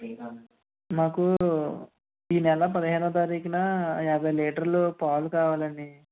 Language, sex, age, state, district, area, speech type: Telugu, male, 18-30, Andhra Pradesh, Konaseema, rural, conversation